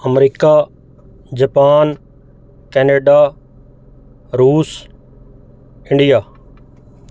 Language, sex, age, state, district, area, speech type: Punjabi, male, 45-60, Punjab, Mohali, urban, spontaneous